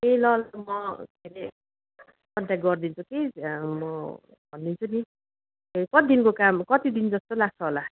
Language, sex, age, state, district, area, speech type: Nepali, female, 60+, West Bengal, Kalimpong, rural, conversation